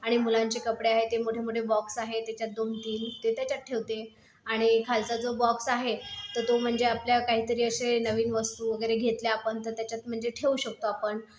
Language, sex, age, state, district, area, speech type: Marathi, female, 30-45, Maharashtra, Buldhana, urban, spontaneous